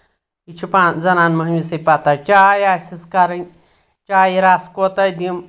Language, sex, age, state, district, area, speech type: Kashmiri, female, 60+, Jammu and Kashmir, Anantnag, rural, spontaneous